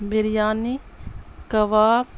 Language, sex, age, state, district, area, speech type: Urdu, female, 60+, Bihar, Gaya, urban, spontaneous